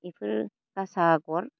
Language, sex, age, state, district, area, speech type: Bodo, female, 45-60, Assam, Baksa, rural, spontaneous